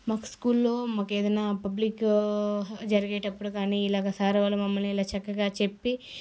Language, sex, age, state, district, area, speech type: Telugu, female, 18-30, Andhra Pradesh, Sri Balaji, rural, spontaneous